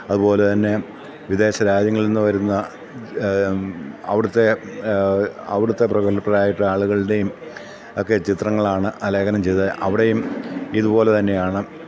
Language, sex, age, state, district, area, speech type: Malayalam, male, 45-60, Kerala, Kottayam, rural, spontaneous